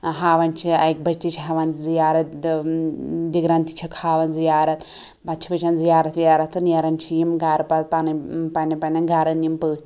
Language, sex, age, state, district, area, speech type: Kashmiri, female, 18-30, Jammu and Kashmir, Anantnag, rural, spontaneous